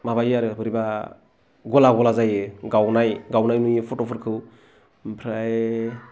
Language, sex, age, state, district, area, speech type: Bodo, male, 30-45, Assam, Baksa, rural, spontaneous